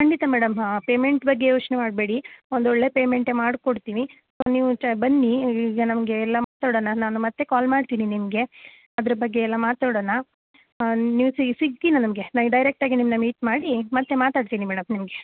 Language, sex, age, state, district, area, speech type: Kannada, female, 30-45, Karnataka, Mandya, rural, conversation